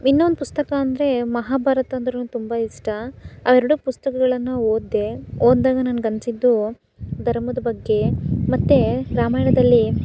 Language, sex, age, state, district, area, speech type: Kannada, female, 18-30, Karnataka, Chikkaballapur, rural, spontaneous